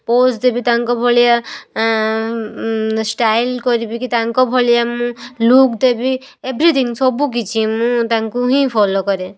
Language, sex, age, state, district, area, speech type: Odia, female, 18-30, Odisha, Balasore, rural, spontaneous